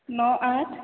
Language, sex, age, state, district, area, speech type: Odia, female, 18-30, Odisha, Sambalpur, rural, conversation